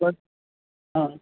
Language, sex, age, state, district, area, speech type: Urdu, male, 60+, Bihar, Gaya, urban, conversation